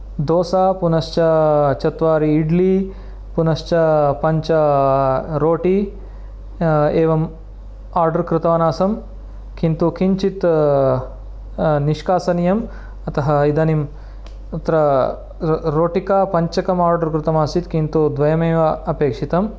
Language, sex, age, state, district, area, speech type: Sanskrit, male, 30-45, Karnataka, Uttara Kannada, rural, spontaneous